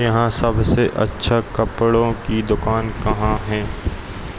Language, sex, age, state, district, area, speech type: Hindi, male, 18-30, Madhya Pradesh, Hoshangabad, rural, read